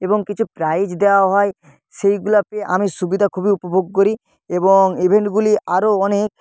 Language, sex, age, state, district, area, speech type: Bengali, male, 18-30, West Bengal, Purba Medinipur, rural, spontaneous